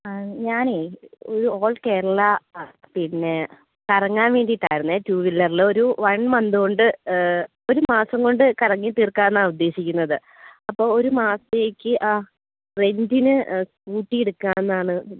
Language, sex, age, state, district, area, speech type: Malayalam, female, 18-30, Kerala, Kozhikode, urban, conversation